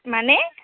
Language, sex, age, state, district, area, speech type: Assamese, female, 18-30, Assam, Kamrup Metropolitan, rural, conversation